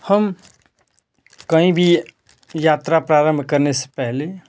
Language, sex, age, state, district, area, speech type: Hindi, male, 18-30, Uttar Pradesh, Ghazipur, rural, spontaneous